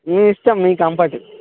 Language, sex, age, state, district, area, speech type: Telugu, male, 18-30, Telangana, Mancherial, rural, conversation